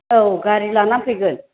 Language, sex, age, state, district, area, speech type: Bodo, female, 60+, Assam, Chirang, rural, conversation